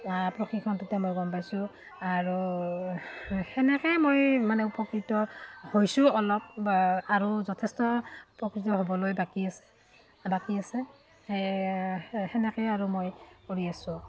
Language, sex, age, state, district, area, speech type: Assamese, female, 30-45, Assam, Udalguri, rural, spontaneous